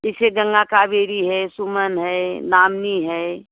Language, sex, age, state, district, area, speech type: Hindi, female, 60+, Uttar Pradesh, Jaunpur, urban, conversation